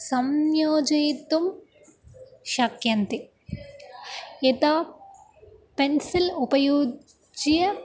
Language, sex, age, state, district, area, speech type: Sanskrit, female, 18-30, Tamil Nadu, Dharmapuri, rural, spontaneous